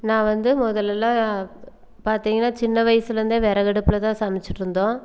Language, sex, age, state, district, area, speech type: Tamil, female, 30-45, Tamil Nadu, Erode, rural, spontaneous